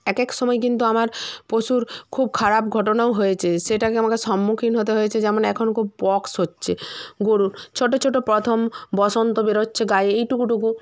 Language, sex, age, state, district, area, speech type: Bengali, female, 45-60, West Bengal, Purba Medinipur, rural, spontaneous